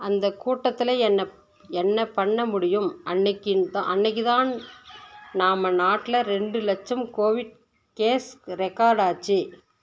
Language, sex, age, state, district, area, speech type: Tamil, female, 30-45, Tamil Nadu, Tirupattur, rural, read